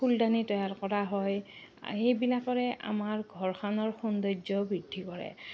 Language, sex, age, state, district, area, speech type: Assamese, female, 30-45, Assam, Goalpara, urban, spontaneous